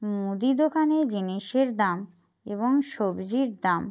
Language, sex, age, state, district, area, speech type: Bengali, female, 45-60, West Bengal, Jhargram, rural, spontaneous